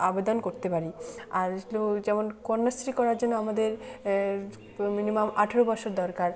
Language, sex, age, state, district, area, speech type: Bengali, female, 18-30, West Bengal, Jalpaiguri, rural, spontaneous